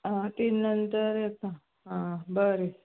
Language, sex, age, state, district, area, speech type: Goan Konkani, female, 45-60, Goa, Quepem, rural, conversation